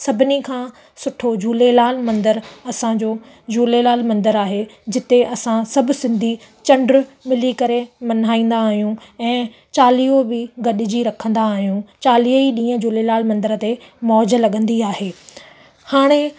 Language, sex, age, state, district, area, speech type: Sindhi, female, 30-45, Gujarat, Surat, urban, spontaneous